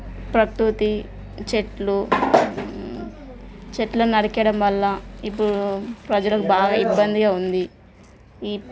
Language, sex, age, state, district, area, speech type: Telugu, female, 30-45, Telangana, Jagtial, rural, spontaneous